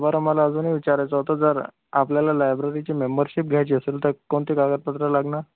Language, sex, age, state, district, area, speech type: Marathi, male, 30-45, Maharashtra, Akola, rural, conversation